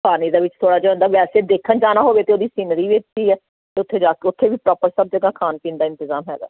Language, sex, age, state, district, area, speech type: Punjabi, female, 45-60, Punjab, Jalandhar, urban, conversation